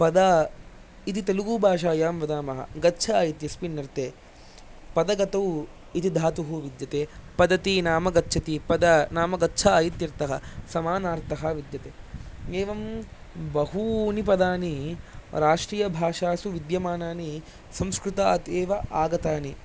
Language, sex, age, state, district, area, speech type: Sanskrit, male, 18-30, Andhra Pradesh, Chittoor, rural, spontaneous